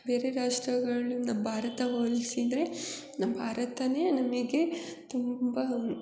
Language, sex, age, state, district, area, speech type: Kannada, female, 30-45, Karnataka, Hassan, urban, spontaneous